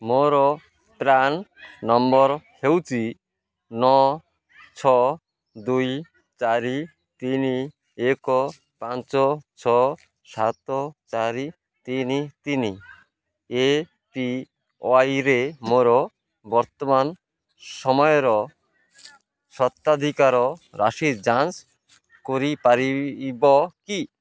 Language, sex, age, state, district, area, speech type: Odia, male, 45-60, Odisha, Malkangiri, urban, read